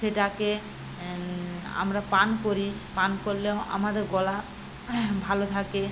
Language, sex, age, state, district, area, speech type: Bengali, female, 45-60, West Bengal, Paschim Medinipur, rural, spontaneous